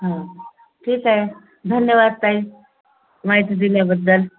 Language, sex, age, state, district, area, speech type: Marathi, female, 45-60, Maharashtra, Thane, rural, conversation